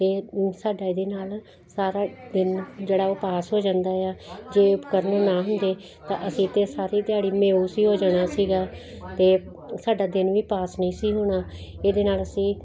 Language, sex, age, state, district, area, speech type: Punjabi, female, 60+, Punjab, Jalandhar, urban, spontaneous